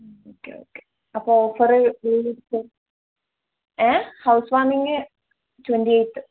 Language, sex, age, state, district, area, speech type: Malayalam, female, 18-30, Kerala, Kozhikode, rural, conversation